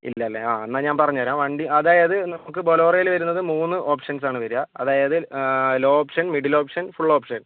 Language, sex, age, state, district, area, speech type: Malayalam, male, 60+, Kerala, Kozhikode, urban, conversation